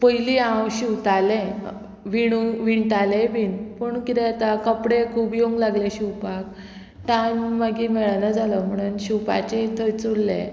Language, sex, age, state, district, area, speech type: Goan Konkani, female, 30-45, Goa, Murmgao, rural, spontaneous